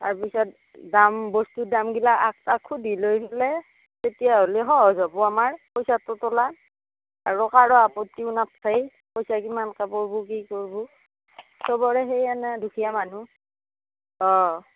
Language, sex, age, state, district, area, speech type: Assamese, female, 30-45, Assam, Darrang, rural, conversation